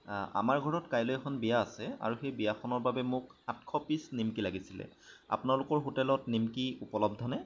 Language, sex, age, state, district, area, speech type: Assamese, male, 30-45, Assam, Lakhimpur, rural, spontaneous